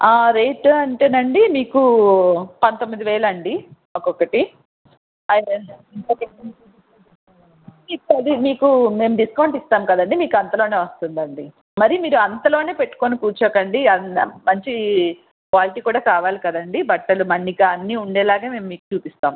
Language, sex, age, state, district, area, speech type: Telugu, female, 30-45, Andhra Pradesh, Visakhapatnam, urban, conversation